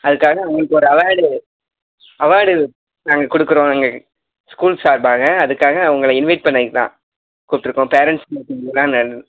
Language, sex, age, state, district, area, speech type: Tamil, male, 18-30, Tamil Nadu, Perambalur, urban, conversation